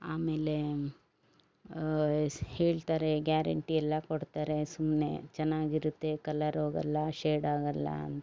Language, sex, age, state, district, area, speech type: Kannada, female, 60+, Karnataka, Bangalore Urban, rural, spontaneous